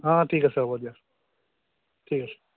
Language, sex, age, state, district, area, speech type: Assamese, male, 30-45, Assam, Biswanath, rural, conversation